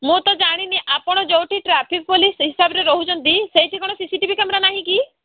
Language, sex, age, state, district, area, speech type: Odia, female, 30-45, Odisha, Sambalpur, rural, conversation